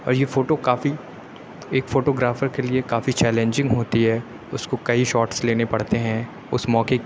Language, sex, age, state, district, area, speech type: Urdu, male, 18-30, Uttar Pradesh, Aligarh, urban, spontaneous